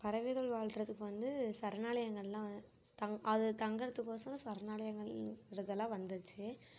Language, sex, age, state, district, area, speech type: Tamil, female, 18-30, Tamil Nadu, Namakkal, rural, spontaneous